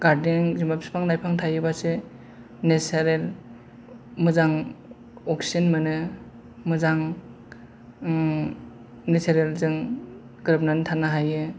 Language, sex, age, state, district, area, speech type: Bodo, male, 30-45, Assam, Kokrajhar, rural, spontaneous